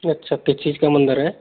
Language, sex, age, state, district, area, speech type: Hindi, male, 18-30, Rajasthan, Karauli, rural, conversation